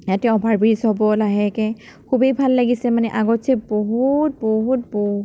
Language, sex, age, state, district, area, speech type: Assamese, female, 45-60, Assam, Sonitpur, rural, spontaneous